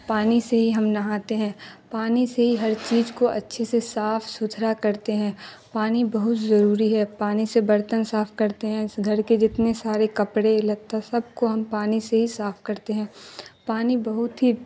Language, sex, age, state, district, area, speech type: Urdu, female, 30-45, Bihar, Darbhanga, rural, spontaneous